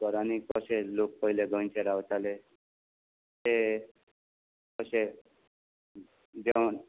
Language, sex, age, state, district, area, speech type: Goan Konkani, male, 45-60, Goa, Tiswadi, rural, conversation